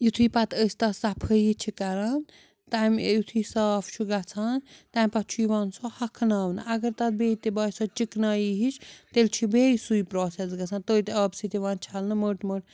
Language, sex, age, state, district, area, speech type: Kashmiri, female, 45-60, Jammu and Kashmir, Srinagar, urban, spontaneous